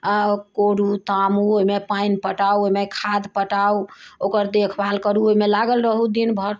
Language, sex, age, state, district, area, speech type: Maithili, female, 60+, Bihar, Sitamarhi, rural, spontaneous